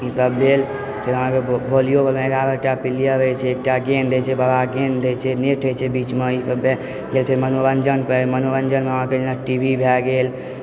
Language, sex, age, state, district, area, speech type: Maithili, male, 18-30, Bihar, Supaul, rural, spontaneous